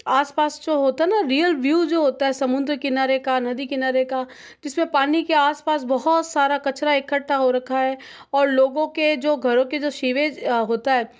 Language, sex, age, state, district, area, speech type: Hindi, female, 30-45, Rajasthan, Jodhpur, urban, spontaneous